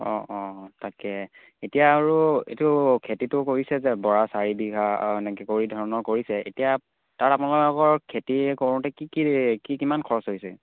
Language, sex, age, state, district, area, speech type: Assamese, male, 18-30, Assam, Charaideo, rural, conversation